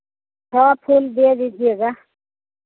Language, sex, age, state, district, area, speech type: Hindi, female, 45-60, Bihar, Madhepura, rural, conversation